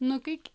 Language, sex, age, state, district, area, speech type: Kashmiri, female, 18-30, Jammu and Kashmir, Kulgam, rural, read